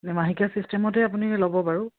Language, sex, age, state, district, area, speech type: Assamese, female, 45-60, Assam, Dibrugarh, rural, conversation